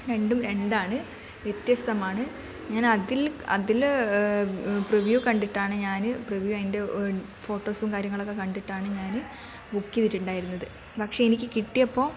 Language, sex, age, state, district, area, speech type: Malayalam, female, 18-30, Kerala, Wayanad, rural, spontaneous